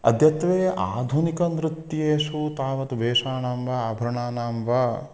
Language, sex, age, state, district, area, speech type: Sanskrit, male, 30-45, Karnataka, Uttara Kannada, rural, spontaneous